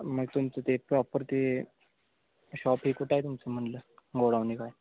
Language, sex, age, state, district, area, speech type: Marathi, male, 18-30, Maharashtra, Sangli, rural, conversation